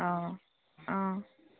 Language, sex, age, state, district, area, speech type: Assamese, female, 45-60, Assam, Dibrugarh, rural, conversation